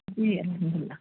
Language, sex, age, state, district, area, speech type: Urdu, other, 60+, Telangana, Hyderabad, urban, conversation